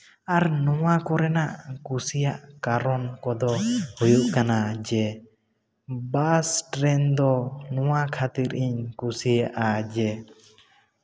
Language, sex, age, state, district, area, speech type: Santali, male, 18-30, West Bengal, Jhargram, rural, spontaneous